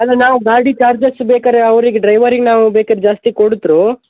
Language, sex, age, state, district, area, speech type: Kannada, male, 30-45, Karnataka, Uttara Kannada, rural, conversation